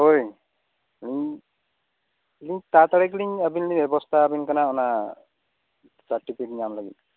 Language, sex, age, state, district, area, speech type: Santali, male, 30-45, West Bengal, Bankura, rural, conversation